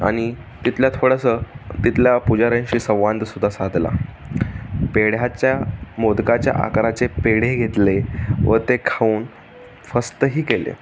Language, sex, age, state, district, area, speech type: Marathi, male, 18-30, Maharashtra, Pune, urban, spontaneous